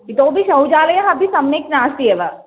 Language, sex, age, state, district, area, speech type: Sanskrit, female, 18-30, Kerala, Thrissur, urban, conversation